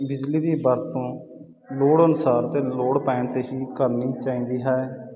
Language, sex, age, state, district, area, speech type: Punjabi, male, 30-45, Punjab, Sangrur, rural, spontaneous